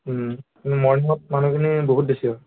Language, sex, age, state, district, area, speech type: Assamese, male, 18-30, Assam, Lakhimpur, urban, conversation